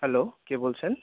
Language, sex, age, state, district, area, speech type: Bengali, male, 60+, West Bengal, Paschim Bardhaman, urban, conversation